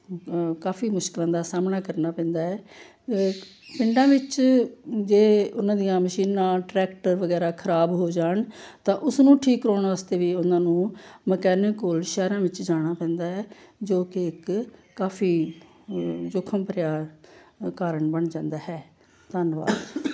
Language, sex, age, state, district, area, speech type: Punjabi, female, 60+, Punjab, Amritsar, urban, spontaneous